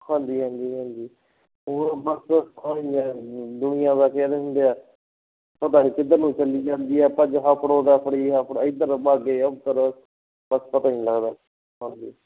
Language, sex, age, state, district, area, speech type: Punjabi, male, 45-60, Punjab, Barnala, rural, conversation